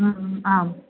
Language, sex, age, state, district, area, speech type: Sanskrit, female, 18-30, Kerala, Thrissur, rural, conversation